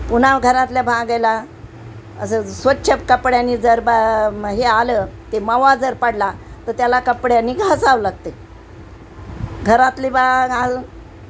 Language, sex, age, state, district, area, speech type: Marathi, female, 60+, Maharashtra, Nanded, urban, spontaneous